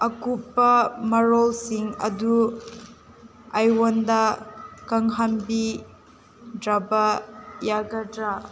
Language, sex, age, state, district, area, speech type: Manipuri, female, 18-30, Manipur, Senapati, urban, read